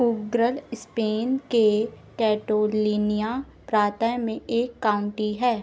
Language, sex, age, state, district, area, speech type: Hindi, female, 18-30, Madhya Pradesh, Narsinghpur, rural, read